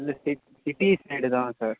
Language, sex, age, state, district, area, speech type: Tamil, male, 18-30, Tamil Nadu, Vellore, rural, conversation